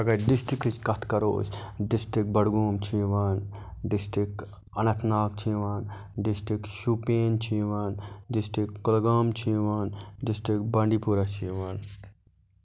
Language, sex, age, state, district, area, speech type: Kashmiri, male, 30-45, Jammu and Kashmir, Budgam, rural, spontaneous